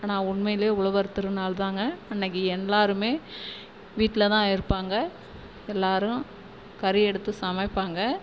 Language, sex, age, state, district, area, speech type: Tamil, female, 45-60, Tamil Nadu, Perambalur, rural, spontaneous